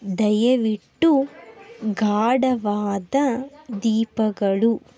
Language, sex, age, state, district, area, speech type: Kannada, female, 30-45, Karnataka, Tumkur, rural, read